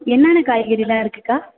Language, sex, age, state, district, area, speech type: Tamil, female, 18-30, Tamil Nadu, Tiruvarur, rural, conversation